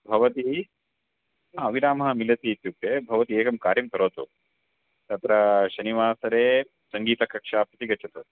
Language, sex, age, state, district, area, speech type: Sanskrit, male, 30-45, Karnataka, Shimoga, rural, conversation